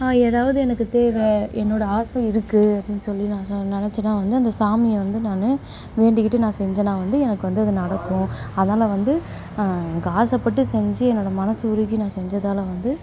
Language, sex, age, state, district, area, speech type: Tamil, female, 18-30, Tamil Nadu, Perambalur, rural, spontaneous